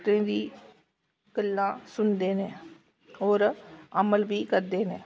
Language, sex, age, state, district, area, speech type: Dogri, female, 30-45, Jammu and Kashmir, Samba, urban, spontaneous